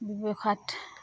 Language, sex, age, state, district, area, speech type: Assamese, female, 30-45, Assam, Dibrugarh, rural, spontaneous